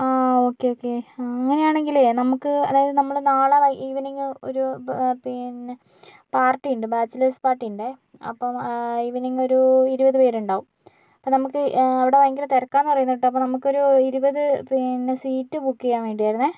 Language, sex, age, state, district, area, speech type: Malayalam, female, 45-60, Kerala, Kozhikode, urban, spontaneous